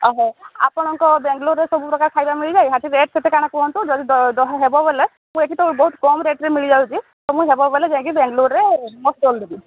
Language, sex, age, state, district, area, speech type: Odia, female, 30-45, Odisha, Sambalpur, rural, conversation